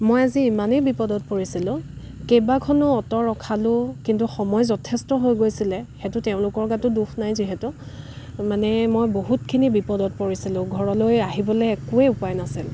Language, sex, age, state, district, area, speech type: Assamese, female, 30-45, Assam, Dibrugarh, rural, spontaneous